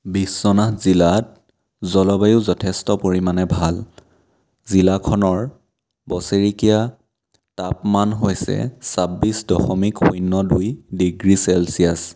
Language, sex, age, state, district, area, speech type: Assamese, male, 18-30, Assam, Biswanath, rural, spontaneous